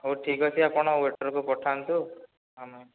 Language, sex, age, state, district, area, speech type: Odia, male, 18-30, Odisha, Jajpur, rural, conversation